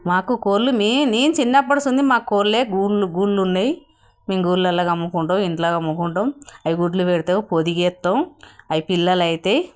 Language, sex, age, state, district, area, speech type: Telugu, female, 60+, Telangana, Jagtial, rural, spontaneous